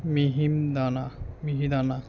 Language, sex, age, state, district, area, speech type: Bengali, male, 18-30, West Bengal, Alipurduar, rural, spontaneous